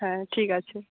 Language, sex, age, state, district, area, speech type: Bengali, female, 18-30, West Bengal, Jalpaiguri, rural, conversation